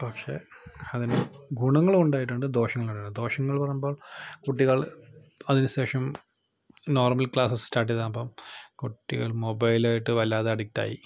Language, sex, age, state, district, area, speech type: Malayalam, male, 45-60, Kerala, Palakkad, rural, spontaneous